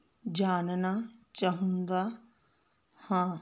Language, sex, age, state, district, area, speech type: Punjabi, female, 60+, Punjab, Fazilka, rural, read